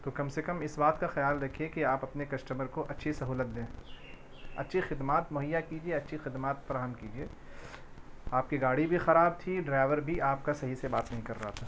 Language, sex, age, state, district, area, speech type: Urdu, male, 45-60, Delhi, Central Delhi, urban, spontaneous